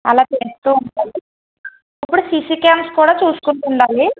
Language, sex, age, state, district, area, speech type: Telugu, female, 18-30, Telangana, Karimnagar, urban, conversation